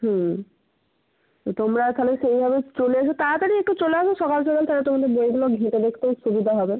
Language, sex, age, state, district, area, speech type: Bengali, female, 18-30, West Bengal, North 24 Parganas, rural, conversation